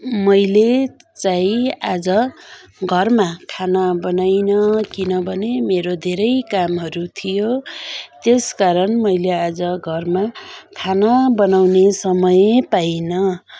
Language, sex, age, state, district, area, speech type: Nepali, female, 45-60, West Bengal, Darjeeling, rural, spontaneous